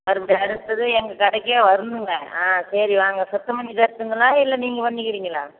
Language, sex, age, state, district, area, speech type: Tamil, female, 30-45, Tamil Nadu, Salem, rural, conversation